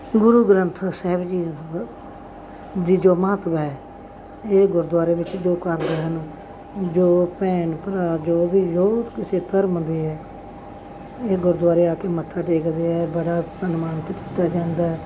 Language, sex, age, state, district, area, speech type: Punjabi, female, 60+, Punjab, Bathinda, urban, spontaneous